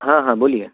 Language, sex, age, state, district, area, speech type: Gujarati, male, 18-30, Gujarat, Ahmedabad, urban, conversation